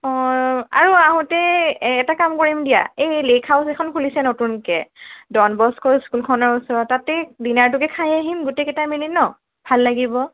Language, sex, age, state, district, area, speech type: Assamese, female, 30-45, Assam, Sonitpur, rural, conversation